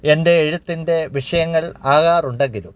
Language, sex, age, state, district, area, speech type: Malayalam, male, 45-60, Kerala, Alappuzha, urban, spontaneous